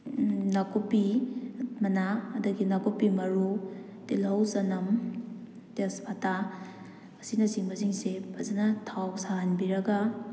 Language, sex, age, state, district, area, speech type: Manipuri, female, 18-30, Manipur, Kakching, rural, spontaneous